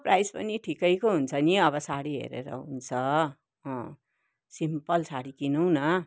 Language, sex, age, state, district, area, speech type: Nepali, female, 60+, West Bengal, Kalimpong, rural, spontaneous